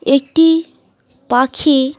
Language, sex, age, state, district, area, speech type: Bengali, female, 18-30, West Bengal, Dakshin Dinajpur, urban, spontaneous